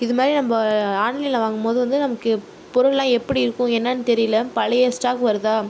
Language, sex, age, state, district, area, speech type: Tamil, female, 18-30, Tamil Nadu, Tiruchirappalli, rural, spontaneous